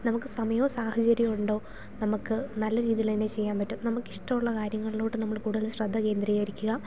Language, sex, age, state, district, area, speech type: Malayalam, female, 30-45, Kerala, Idukki, rural, spontaneous